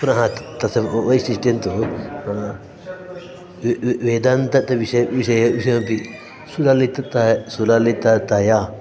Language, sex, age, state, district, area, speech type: Sanskrit, male, 30-45, Karnataka, Dakshina Kannada, urban, spontaneous